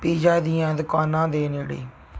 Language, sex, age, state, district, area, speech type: Punjabi, male, 30-45, Punjab, Barnala, rural, read